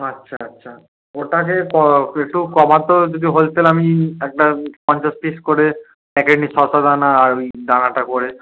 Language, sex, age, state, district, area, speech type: Bengali, male, 18-30, West Bengal, Darjeeling, rural, conversation